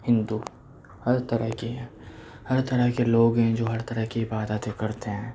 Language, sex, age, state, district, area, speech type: Urdu, male, 18-30, Delhi, Central Delhi, urban, spontaneous